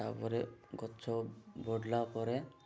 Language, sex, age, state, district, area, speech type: Odia, male, 30-45, Odisha, Malkangiri, urban, spontaneous